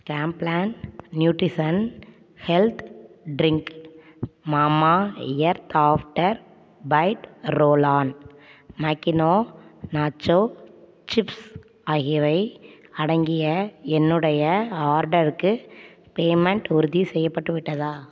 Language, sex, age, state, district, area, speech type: Tamil, female, 18-30, Tamil Nadu, Ariyalur, rural, read